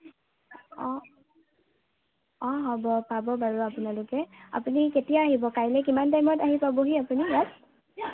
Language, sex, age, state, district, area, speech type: Assamese, female, 18-30, Assam, Sivasagar, urban, conversation